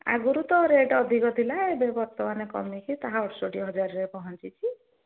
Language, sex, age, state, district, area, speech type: Odia, female, 60+, Odisha, Jharsuguda, rural, conversation